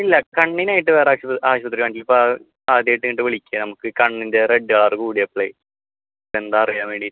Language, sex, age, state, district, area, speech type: Malayalam, male, 18-30, Kerala, Thrissur, urban, conversation